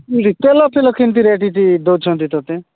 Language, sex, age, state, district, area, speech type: Odia, male, 45-60, Odisha, Nabarangpur, rural, conversation